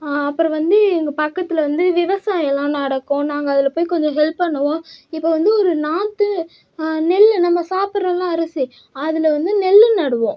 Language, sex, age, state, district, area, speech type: Tamil, female, 18-30, Tamil Nadu, Cuddalore, rural, spontaneous